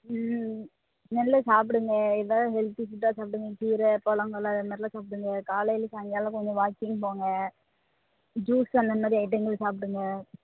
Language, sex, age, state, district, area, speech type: Tamil, female, 18-30, Tamil Nadu, Thoothukudi, rural, conversation